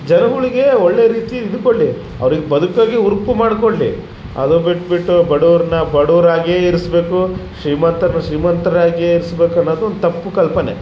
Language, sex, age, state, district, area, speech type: Kannada, male, 30-45, Karnataka, Vijayanagara, rural, spontaneous